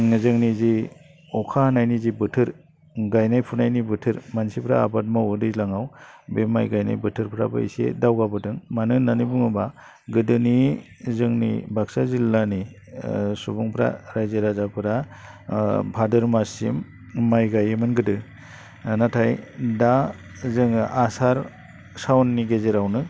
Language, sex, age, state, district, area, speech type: Bodo, male, 45-60, Assam, Baksa, urban, spontaneous